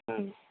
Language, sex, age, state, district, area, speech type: Tamil, male, 45-60, Tamil Nadu, Dharmapuri, rural, conversation